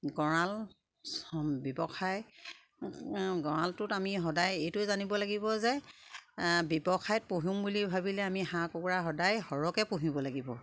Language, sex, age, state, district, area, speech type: Assamese, female, 60+, Assam, Sivasagar, rural, spontaneous